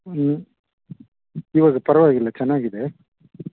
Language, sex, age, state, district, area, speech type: Kannada, male, 30-45, Karnataka, Bangalore Urban, urban, conversation